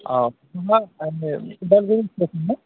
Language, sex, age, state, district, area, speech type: Bodo, male, 30-45, Assam, Udalguri, urban, conversation